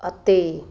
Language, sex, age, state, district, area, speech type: Punjabi, female, 45-60, Punjab, Fazilka, rural, read